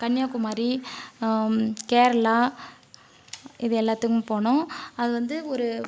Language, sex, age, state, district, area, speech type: Tamil, female, 30-45, Tamil Nadu, Cuddalore, rural, spontaneous